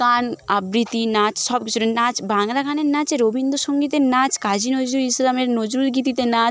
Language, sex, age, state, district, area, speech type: Bengali, female, 30-45, West Bengal, Jhargram, rural, spontaneous